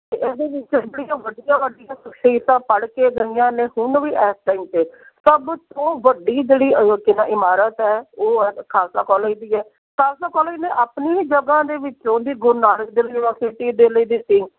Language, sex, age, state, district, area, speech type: Punjabi, female, 45-60, Punjab, Amritsar, urban, conversation